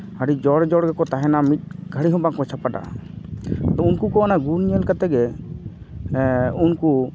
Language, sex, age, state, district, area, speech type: Santali, male, 30-45, West Bengal, Jhargram, rural, spontaneous